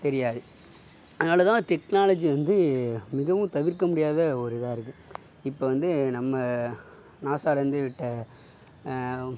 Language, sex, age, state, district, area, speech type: Tamil, male, 60+, Tamil Nadu, Sivaganga, urban, spontaneous